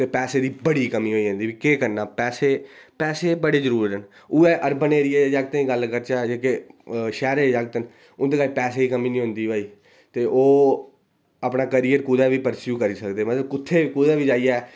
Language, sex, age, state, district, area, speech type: Dogri, male, 18-30, Jammu and Kashmir, Reasi, rural, spontaneous